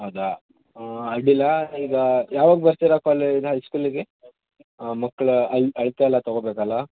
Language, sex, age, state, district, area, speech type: Kannada, male, 18-30, Karnataka, Shimoga, rural, conversation